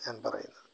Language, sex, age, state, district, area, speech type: Malayalam, male, 60+, Kerala, Alappuzha, rural, spontaneous